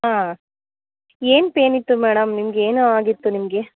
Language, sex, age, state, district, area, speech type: Kannada, female, 18-30, Karnataka, Mandya, rural, conversation